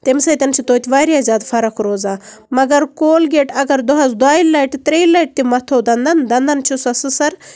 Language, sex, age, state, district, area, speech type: Kashmiri, female, 30-45, Jammu and Kashmir, Baramulla, rural, spontaneous